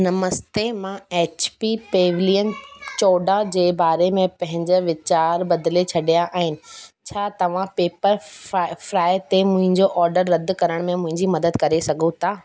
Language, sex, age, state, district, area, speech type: Sindhi, female, 18-30, Rajasthan, Ajmer, urban, read